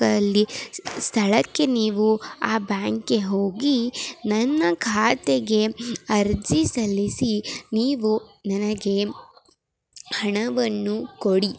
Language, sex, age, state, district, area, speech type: Kannada, female, 18-30, Karnataka, Chamarajanagar, rural, spontaneous